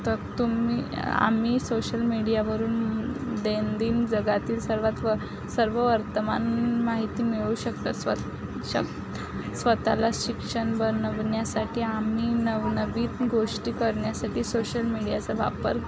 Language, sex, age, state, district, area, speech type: Marathi, female, 18-30, Maharashtra, Wardha, rural, spontaneous